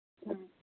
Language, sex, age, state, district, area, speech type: Manipuri, female, 45-60, Manipur, Kangpokpi, urban, conversation